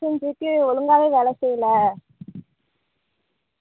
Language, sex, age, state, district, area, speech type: Tamil, female, 18-30, Tamil Nadu, Tiruvarur, urban, conversation